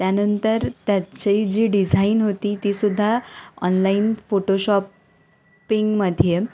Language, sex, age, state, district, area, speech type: Marathi, female, 18-30, Maharashtra, Ratnagiri, urban, spontaneous